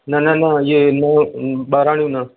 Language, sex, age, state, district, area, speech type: Sindhi, male, 45-60, Madhya Pradesh, Katni, rural, conversation